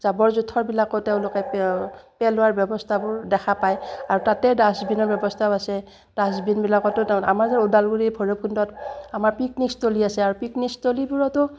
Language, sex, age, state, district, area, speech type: Assamese, female, 60+, Assam, Udalguri, rural, spontaneous